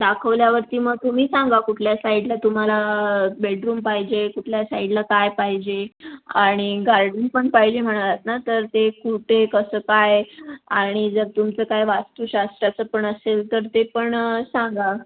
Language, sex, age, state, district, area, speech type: Marathi, female, 18-30, Maharashtra, Raigad, rural, conversation